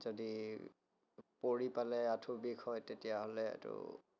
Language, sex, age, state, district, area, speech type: Assamese, male, 30-45, Assam, Biswanath, rural, spontaneous